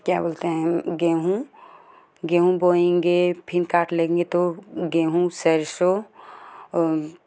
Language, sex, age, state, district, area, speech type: Hindi, female, 18-30, Uttar Pradesh, Ghazipur, rural, spontaneous